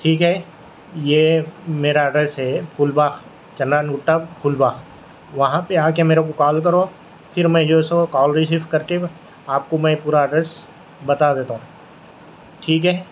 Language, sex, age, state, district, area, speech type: Urdu, male, 18-30, Telangana, Hyderabad, urban, spontaneous